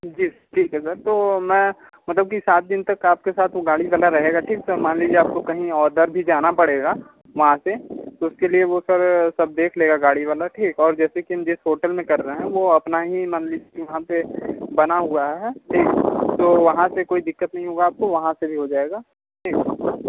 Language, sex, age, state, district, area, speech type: Hindi, male, 45-60, Uttar Pradesh, Sonbhadra, rural, conversation